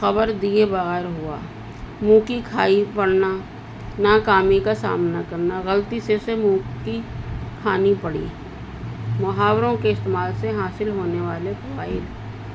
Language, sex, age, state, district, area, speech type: Urdu, female, 60+, Uttar Pradesh, Rampur, urban, spontaneous